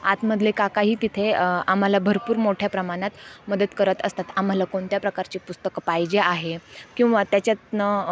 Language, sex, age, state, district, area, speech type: Marathi, female, 18-30, Maharashtra, Nashik, rural, spontaneous